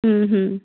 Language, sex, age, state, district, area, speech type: Bengali, female, 18-30, West Bengal, Darjeeling, urban, conversation